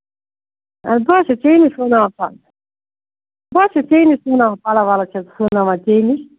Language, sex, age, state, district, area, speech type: Kashmiri, female, 45-60, Jammu and Kashmir, Baramulla, rural, conversation